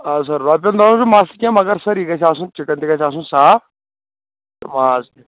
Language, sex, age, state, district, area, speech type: Kashmiri, male, 18-30, Jammu and Kashmir, Anantnag, rural, conversation